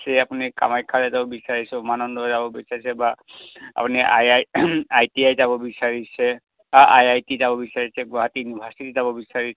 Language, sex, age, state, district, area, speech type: Assamese, male, 45-60, Assam, Dhemaji, rural, conversation